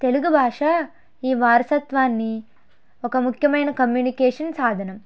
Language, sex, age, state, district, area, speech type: Telugu, female, 18-30, Andhra Pradesh, Konaseema, rural, spontaneous